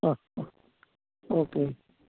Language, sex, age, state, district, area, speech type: Malayalam, male, 30-45, Kerala, Kottayam, urban, conversation